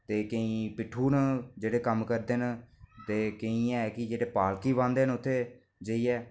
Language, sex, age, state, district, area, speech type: Dogri, male, 18-30, Jammu and Kashmir, Reasi, rural, spontaneous